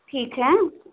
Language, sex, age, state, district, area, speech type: Hindi, female, 30-45, Uttar Pradesh, Sitapur, rural, conversation